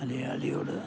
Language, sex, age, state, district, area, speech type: Malayalam, male, 60+, Kerala, Idukki, rural, spontaneous